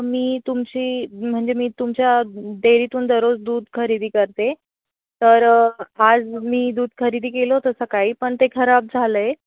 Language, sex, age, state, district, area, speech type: Marathi, female, 18-30, Maharashtra, Nashik, urban, conversation